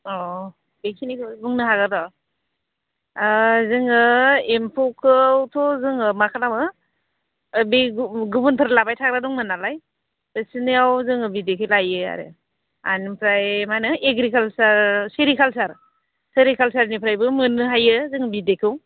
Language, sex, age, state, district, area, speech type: Bodo, female, 45-60, Assam, Baksa, rural, conversation